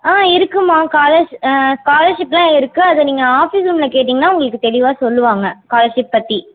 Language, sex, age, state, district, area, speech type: Tamil, female, 18-30, Tamil Nadu, Ariyalur, rural, conversation